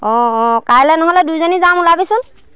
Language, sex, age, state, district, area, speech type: Assamese, female, 30-45, Assam, Lakhimpur, rural, spontaneous